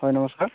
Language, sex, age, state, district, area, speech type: Assamese, male, 45-60, Assam, Darrang, rural, conversation